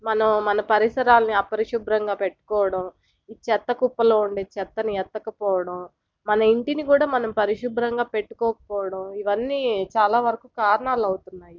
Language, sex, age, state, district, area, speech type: Telugu, female, 30-45, Andhra Pradesh, Palnadu, urban, spontaneous